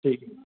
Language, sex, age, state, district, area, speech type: Hindi, male, 30-45, Madhya Pradesh, Ujjain, rural, conversation